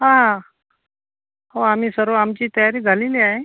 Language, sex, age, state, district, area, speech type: Marathi, female, 30-45, Maharashtra, Washim, rural, conversation